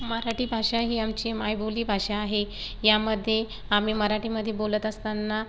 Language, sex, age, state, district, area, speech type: Marathi, female, 18-30, Maharashtra, Buldhana, rural, spontaneous